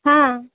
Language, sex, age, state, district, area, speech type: Kannada, female, 18-30, Karnataka, Gadag, rural, conversation